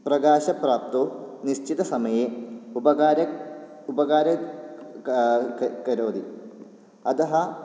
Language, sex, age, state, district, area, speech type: Sanskrit, male, 18-30, Kerala, Kottayam, urban, spontaneous